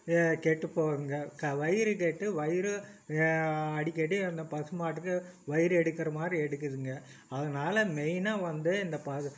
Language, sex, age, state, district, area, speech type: Tamil, male, 60+, Tamil Nadu, Coimbatore, urban, spontaneous